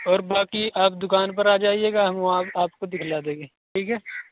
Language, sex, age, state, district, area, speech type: Urdu, male, 18-30, Uttar Pradesh, Saharanpur, urban, conversation